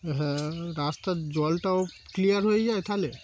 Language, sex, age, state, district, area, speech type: Bengali, male, 30-45, West Bengal, Darjeeling, urban, spontaneous